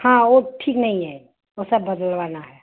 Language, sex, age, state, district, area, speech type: Hindi, female, 45-60, Uttar Pradesh, Ghazipur, urban, conversation